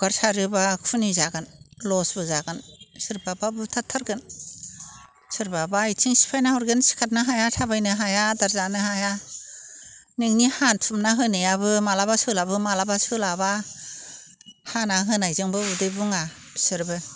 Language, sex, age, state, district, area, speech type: Bodo, female, 60+, Assam, Chirang, rural, spontaneous